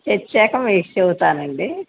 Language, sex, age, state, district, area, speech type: Telugu, female, 45-60, Andhra Pradesh, N T Rama Rao, urban, conversation